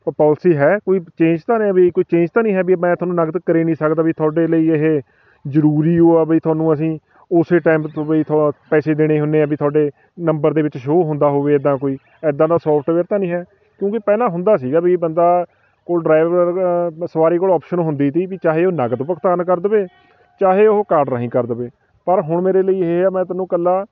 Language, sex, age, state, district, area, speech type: Punjabi, male, 30-45, Punjab, Fatehgarh Sahib, rural, spontaneous